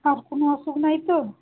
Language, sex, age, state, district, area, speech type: Bengali, female, 18-30, West Bengal, Malda, urban, conversation